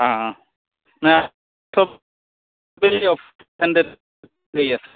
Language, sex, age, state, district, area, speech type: Assamese, male, 45-60, Assam, Goalpara, rural, conversation